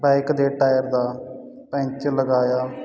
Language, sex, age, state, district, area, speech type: Punjabi, male, 30-45, Punjab, Sangrur, rural, spontaneous